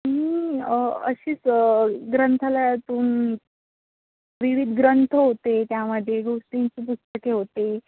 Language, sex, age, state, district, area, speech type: Marathi, female, 18-30, Maharashtra, Sindhudurg, rural, conversation